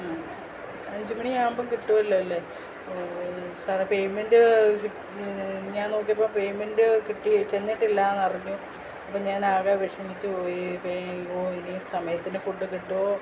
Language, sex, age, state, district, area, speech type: Malayalam, female, 45-60, Kerala, Kottayam, rural, spontaneous